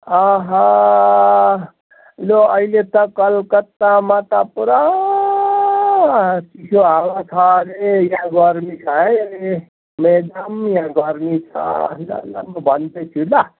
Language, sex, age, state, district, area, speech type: Nepali, male, 45-60, West Bengal, Darjeeling, rural, conversation